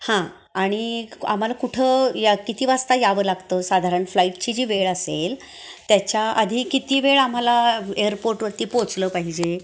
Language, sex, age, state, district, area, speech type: Marathi, female, 60+, Maharashtra, Kolhapur, urban, spontaneous